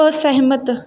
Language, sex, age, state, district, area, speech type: Punjabi, female, 18-30, Punjab, Tarn Taran, rural, read